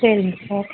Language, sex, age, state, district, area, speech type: Tamil, female, 18-30, Tamil Nadu, Madurai, urban, conversation